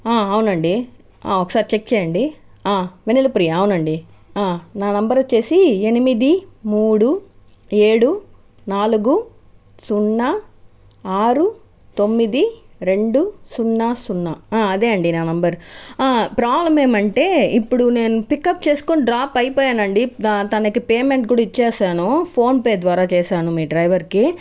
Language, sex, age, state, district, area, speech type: Telugu, female, 60+, Andhra Pradesh, Chittoor, rural, spontaneous